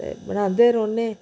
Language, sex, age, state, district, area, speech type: Dogri, female, 45-60, Jammu and Kashmir, Udhampur, rural, spontaneous